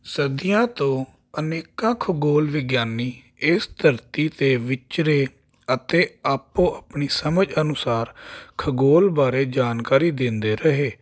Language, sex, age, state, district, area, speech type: Punjabi, male, 30-45, Punjab, Jalandhar, urban, spontaneous